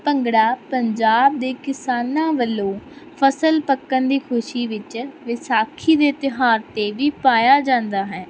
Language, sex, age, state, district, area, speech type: Punjabi, female, 18-30, Punjab, Barnala, rural, spontaneous